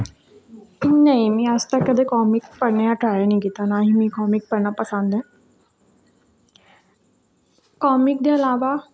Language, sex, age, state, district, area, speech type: Dogri, female, 18-30, Jammu and Kashmir, Jammu, rural, spontaneous